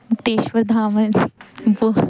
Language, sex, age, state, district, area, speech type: Punjabi, female, 18-30, Punjab, Pathankot, rural, spontaneous